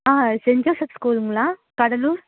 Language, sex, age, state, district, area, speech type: Tamil, female, 30-45, Tamil Nadu, Cuddalore, urban, conversation